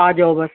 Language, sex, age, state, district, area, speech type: Urdu, female, 60+, Uttar Pradesh, Rampur, urban, conversation